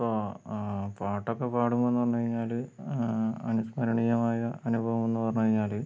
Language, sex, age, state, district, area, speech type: Malayalam, male, 60+, Kerala, Wayanad, rural, spontaneous